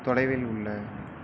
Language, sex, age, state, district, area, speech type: Tamil, male, 30-45, Tamil Nadu, Sivaganga, rural, read